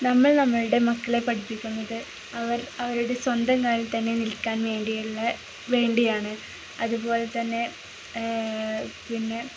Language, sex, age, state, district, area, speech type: Malayalam, female, 30-45, Kerala, Kozhikode, rural, spontaneous